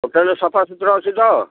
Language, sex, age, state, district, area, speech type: Odia, male, 60+, Odisha, Gajapati, rural, conversation